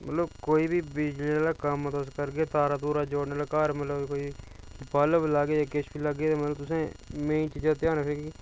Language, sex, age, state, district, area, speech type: Dogri, male, 30-45, Jammu and Kashmir, Udhampur, urban, spontaneous